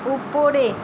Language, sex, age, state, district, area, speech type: Bengali, female, 60+, West Bengal, Purba Bardhaman, urban, read